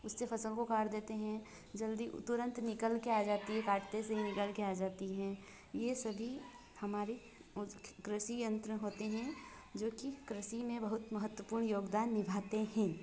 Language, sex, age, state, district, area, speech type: Hindi, female, 18-30, Madhya Pradesh, Ujjain, urban, spontaneous